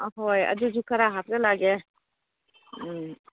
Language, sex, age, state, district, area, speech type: Manipuri, female, 60+, Manipur, Kangpokpi, urban, conversation